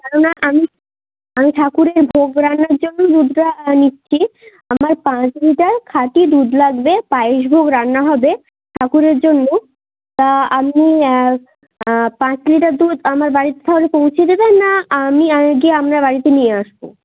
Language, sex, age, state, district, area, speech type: Bengali, male, 18-30, West Bengal, Jalpaiguri, rural, conversation